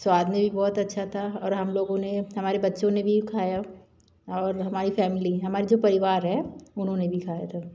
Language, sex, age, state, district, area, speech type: Hindi, female, 45-60, Madhya Pradesh, Jabalpur, urban, spontaneous